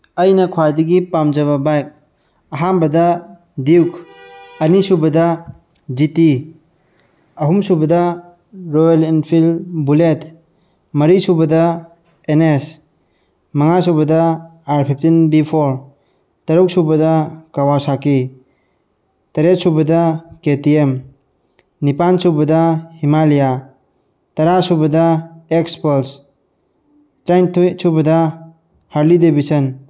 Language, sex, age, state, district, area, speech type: Manipuri, male, 18-30, Manipur, Bishnupur, rural, spontaneous